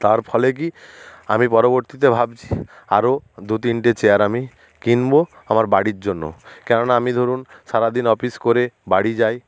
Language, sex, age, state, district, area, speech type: Bengali, male, 60+, West Bengal, Nadia, rural, spontaneous